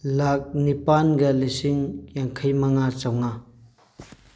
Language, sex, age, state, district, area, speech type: Manipuri, male, 18-30, Manipur, Thoubal, rural, spontaneous